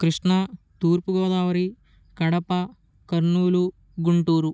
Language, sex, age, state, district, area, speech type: Telugu, male, 18-30, Andhra Pradesh, Vizianagaram, rural, spontaneous